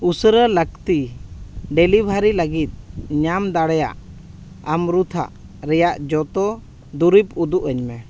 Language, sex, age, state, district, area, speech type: Santali, male, 30-45, Jharkhand, East Singhbhum, rural, read